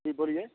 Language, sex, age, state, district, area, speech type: Maithili, male, 45-60, Bihar, Begusarai, urban, conversation